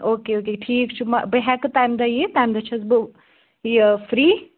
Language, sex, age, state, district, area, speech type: Kashmiri, female, 18-30, Jammu and Kashmir, Pulwama, rural, conversation